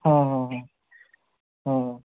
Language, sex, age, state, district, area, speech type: Marathi, male, 18-30, Maharashtra, Yavatmal, rural, conversation